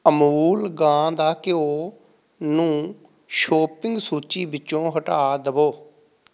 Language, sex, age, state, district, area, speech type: Punjabi, male, 45-60, Punjab, Pathankot, rural, read